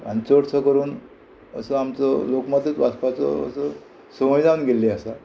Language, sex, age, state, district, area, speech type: Goan Konkani, male, 60+, Goa, Murmgao, rural, spontaneous